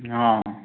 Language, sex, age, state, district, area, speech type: Odia, male, 45-60, Odisha, Nuapada, urban, conversation